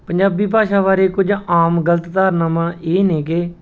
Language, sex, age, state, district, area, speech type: Punjabi, male, 30-45, Punjab, Mansa, urban, spontaneous